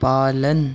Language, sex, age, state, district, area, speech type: Hindi, male, 18-30, Madhya Pradesh, Harda, rural, read